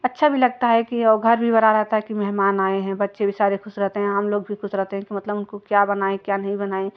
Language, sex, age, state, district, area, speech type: Hindi, female, 30-45, Uttar Pradesh, Jaunpur, urban, spontaneous